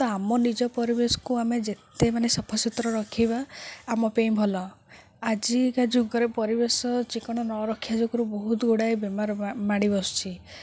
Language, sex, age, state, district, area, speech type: Odia, female, 18-30, Odisha, Sundergarh, urban, spontaneous